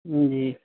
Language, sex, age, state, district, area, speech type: Urdu, male, 18-30, Bihar, Gaya, rural, conversation